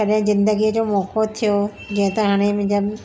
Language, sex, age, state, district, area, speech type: Sindhi, female, 60+, Maharashtra, Mumbai Suburban, urban, spontaneous